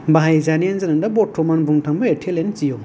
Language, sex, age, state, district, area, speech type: Bodo, male, 30-45, Assam, Kokrajhar, rural, spontaneous